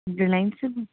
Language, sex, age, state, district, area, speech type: Urdu, female, 30-45, Delhi, North East Delhi, urban, conversation